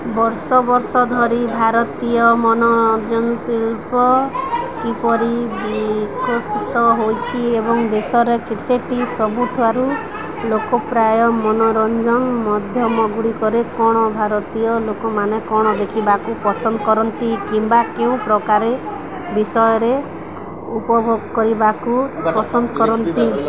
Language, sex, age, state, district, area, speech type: Odia, female, 18-30, Odisha, Nuapada, urban, spontaneous